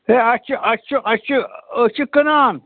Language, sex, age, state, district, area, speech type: Kashmiri, male, 30-45, Jammu and Kashmir, Srinagar, urban, conversation